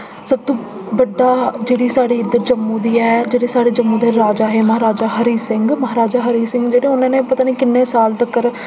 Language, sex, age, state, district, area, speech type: Dogri, female, 18-30, Jammu and Kashmir, Jammu, urban, spontaneous